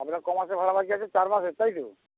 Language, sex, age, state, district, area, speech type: Bengali, male, 45-60, West Bengal, North 24 Parganas, urban, conversation